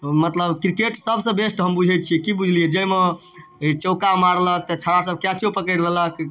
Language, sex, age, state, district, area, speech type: Maithili, male, 18-30, Bihar, Darbhanga, rural, spontaneous